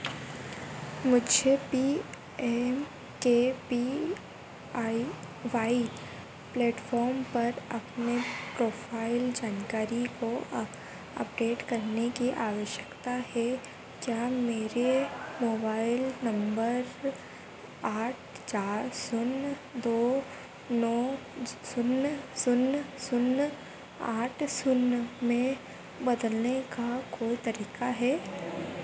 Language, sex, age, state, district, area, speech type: Hindi, female, 30-45, Madhya Pradesh, Harda, urban, read